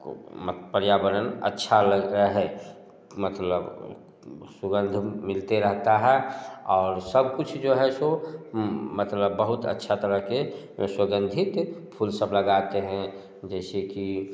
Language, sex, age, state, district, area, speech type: Hindi, male, 45-60, Bihar, Samastipur, urban, spontaneous